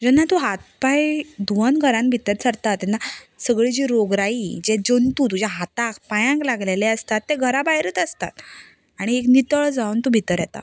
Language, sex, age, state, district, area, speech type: Goan Konkani, female, 18-30, Goa, Canacona, rural, spontaneous